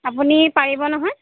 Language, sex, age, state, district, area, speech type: Assamese, female, 30-45, Assam, Golaghat, urban, conversation